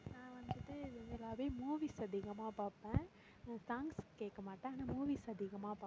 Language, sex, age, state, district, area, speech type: Tamil, female, 18-30, Tamil Nadu, Mayiladuthurai, rural, spontaneous